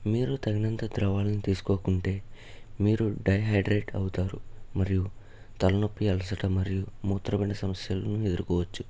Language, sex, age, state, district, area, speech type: Telugu, male, 18-30, Andhra Pradesh, Eluru, urban, spontaneous